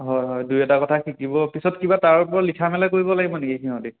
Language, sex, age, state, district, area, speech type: Assamese, male, 18-30, Assam, Sonitpur, rural, conversation